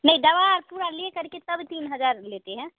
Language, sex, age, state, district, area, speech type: Hindi, female, 18-30, Bihar, Samastipur, urban, conversation